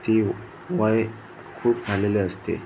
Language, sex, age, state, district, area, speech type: Marathi, male, 18-30, Maharashtra, Amravati, rural, spontaneous